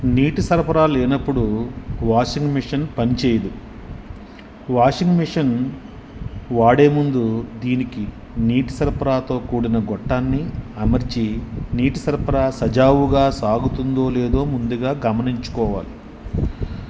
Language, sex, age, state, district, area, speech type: Telugu, male, 45-60, Andhra Pradesh, Nellore, urban, spontaneous